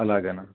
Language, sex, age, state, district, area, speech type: Telugu, male, 18-30, Telangana, Kamareddy, urban, conversation